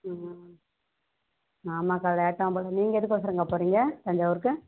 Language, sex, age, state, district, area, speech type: Tamil, female, 18-30, Tamil Nadu, Kallakurichi, rural, conversation